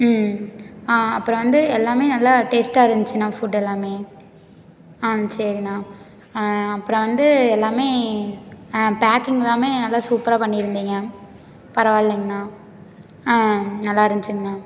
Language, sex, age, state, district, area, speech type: Tamil, female, 18-30, Tamil Nadu, Tiruppur, rural, spontaneous